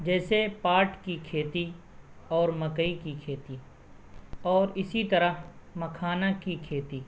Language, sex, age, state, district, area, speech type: Urdu, male, 18-30, Bihar, Purnia, rural, spontaneous